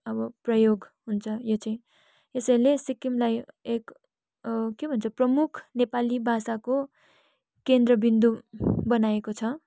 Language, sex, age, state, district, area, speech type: Nepali, female, 18-30, West Bengal, Kalimpong, rural, spontaneous